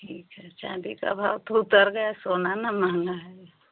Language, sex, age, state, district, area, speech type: Hindi, female, 45-60, Uttar Pradesh, Chandauli, rural, conversation